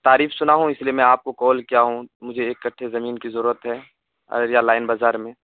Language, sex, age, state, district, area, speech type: Urdu, male, 18-30, Bihar, Purnia, rural, conversation